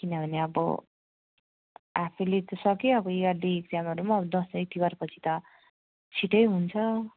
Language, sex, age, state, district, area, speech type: Nepali, female, 30-45, West Bengal, Darjeeling, rural, conversation